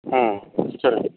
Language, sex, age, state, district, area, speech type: Tamil, male, 30-45, Tamil Nadu, Dharmapuri, urban, conversation